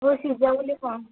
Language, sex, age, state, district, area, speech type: Marathi, female, 18-30, Maharashtra, Amravati, rural, conversation